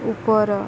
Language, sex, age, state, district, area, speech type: Odia, female, 30-45, Odisha, Subarnapur, urban, read